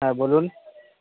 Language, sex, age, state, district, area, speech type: Bengali, male, 18-30, West Bengal, Birbhum, urban, conversation